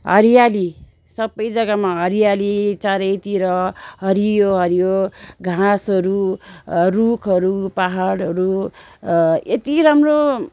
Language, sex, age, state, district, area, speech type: Nepali, female, 45-60, West Bengal, Darjeeling, rural, spontaneous